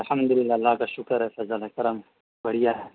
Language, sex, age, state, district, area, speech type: Urdu, male, 30-45, Bihar, East Champaran, urban, conversation